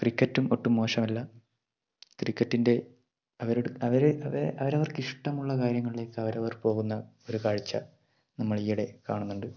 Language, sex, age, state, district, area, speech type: Malayalam, male, 18-30, Kerala, Kannur, rural, spontaneous